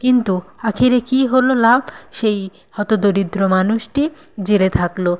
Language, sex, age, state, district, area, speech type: Bengali, female, 30-45, West Bengal, Nadia, rural, spontaneous